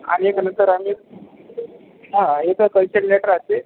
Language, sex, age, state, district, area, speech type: Marathi, male, 45-60, Maharashtra, Akola, urban, conversation